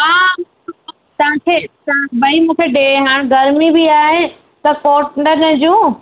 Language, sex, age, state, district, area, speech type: Sindhi, female, 30-45, Rajasthan, Ajmer, urban, conversation